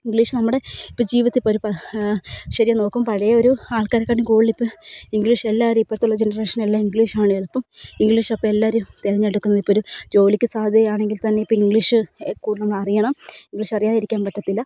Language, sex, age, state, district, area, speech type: Malayalam, female, 18-30, Kerala, Kozhikode, rural, spontaneous